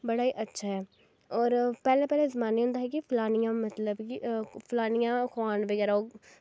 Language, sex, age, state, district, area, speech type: Dogri, female, 18-30, Jammu and Kashmir, Kathua, rural, spontaneous